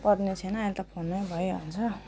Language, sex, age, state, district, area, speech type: Nepali, female, 45-60, West Bengal, Alipurduar, rural, spontaneous